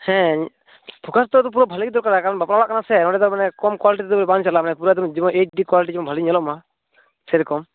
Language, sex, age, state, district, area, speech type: Santali, male, 18-30, West Bengal, Purulia, rural, conversation